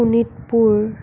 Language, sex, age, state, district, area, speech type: Assamese, female, 18-30, Assam, Sonitpur, rural, spontaneous